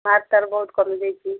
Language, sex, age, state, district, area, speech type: Odia, female, 30-45, Odisha, Cuttack, urban, conversation